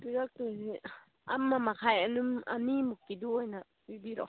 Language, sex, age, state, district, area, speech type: Manipuri, female, 30-45, Manipur, Churachandpur, rural, conversation